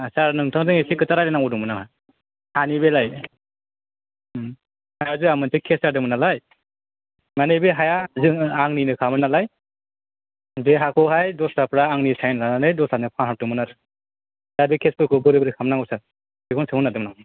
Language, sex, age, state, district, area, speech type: Bodo, male, 30-45, Assam, Kokrajhar, rural, conversation